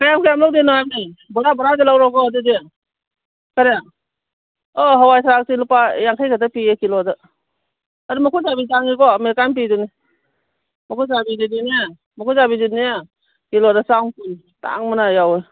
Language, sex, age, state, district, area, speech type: Manipuri, female, 45-60, Manipur, Kangpokpi, urban, conversation